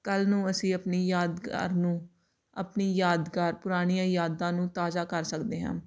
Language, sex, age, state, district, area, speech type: Punjabi, female, 18-30, Punjab, Jalandhar, urban, spontaneous